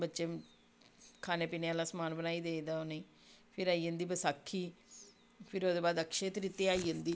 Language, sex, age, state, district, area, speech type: Dogri, female, 45-60, Jammu and Kashmir, Samba, rural, spontaneous